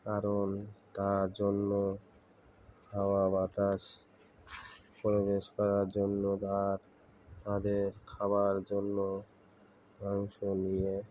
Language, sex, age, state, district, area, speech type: Bengali, male, 45-60, West Bengal, Uttar Dinajpur, urban, spontaneous